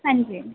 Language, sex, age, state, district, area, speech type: Dogri, female, 18-30, Jammu and Kashmir, Udhampur, rural, conversation